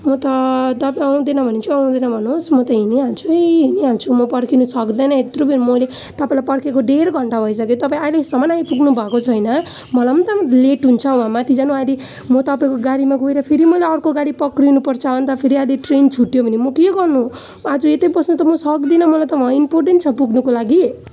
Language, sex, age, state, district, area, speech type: Nepali, female, 18-30, West Bengal, Alipurduar, urban, spontaneous